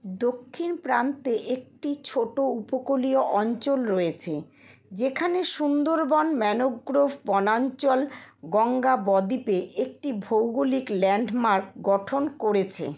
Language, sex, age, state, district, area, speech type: Bengali, female, 45-60, West Bengal, Kolkata, urban, read